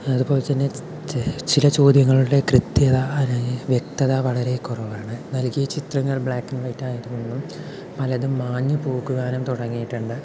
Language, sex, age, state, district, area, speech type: Malayalam, male, 18-30, Kerala, Palakkad, rural, spontaneous